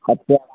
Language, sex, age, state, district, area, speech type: Maithili, male, 60+, Bihar, Madhepura, rural, conversation